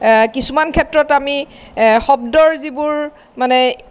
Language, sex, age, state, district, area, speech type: Assamese, female, 60+, Assam, Kamrup Metropolitan, urban, spontaneous